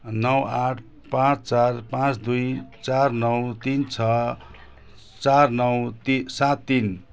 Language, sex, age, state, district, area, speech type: Nepali, male, 45-60, West Bengal, Jalpaiguri, rural, read